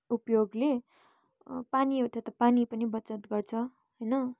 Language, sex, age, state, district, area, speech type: Nepali, female, 18-30, West Bengal, Kalimpong, rural, spontaneous